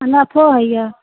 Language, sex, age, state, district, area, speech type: Maithili, female, 30-45, Bihar, Saharsa, rural, conversation